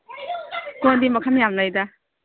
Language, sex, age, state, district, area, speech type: Manipuri, female, 30-45, Manipur, Kangpokpi, urban, conversation